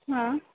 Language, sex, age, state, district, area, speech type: Marathi, female, 18-30, Maharashtra, Sindhudurg, rural, conversation